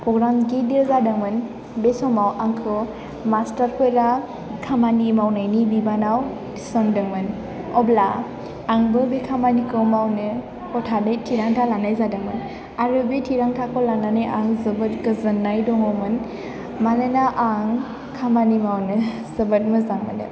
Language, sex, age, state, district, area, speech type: Bodo, female, 18-30, Assam, Chirang, urban, spontaneous